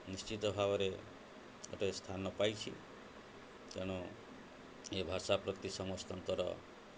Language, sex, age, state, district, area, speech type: Odia, male, 45-60, Odisha, Mayurbhanj, rural, spontaneous